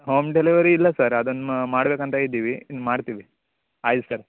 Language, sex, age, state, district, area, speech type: Kannada, male, 18-30, Karnataka, Uttara Kannada, rural, conversation